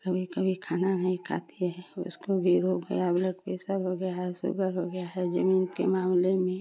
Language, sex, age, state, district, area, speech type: Hindi, female, 45-60, Uttar Pradesh, Chandauli, urban, spontaneous